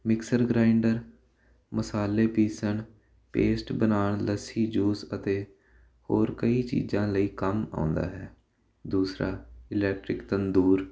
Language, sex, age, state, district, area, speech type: Punjabi, male, 18-30, Punjab, Jalandhar, urban, spontaneous